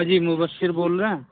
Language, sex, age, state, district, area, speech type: Urdu, male, 45-60, Uttar Pradesh, Muzaffarnagar, urban, conversation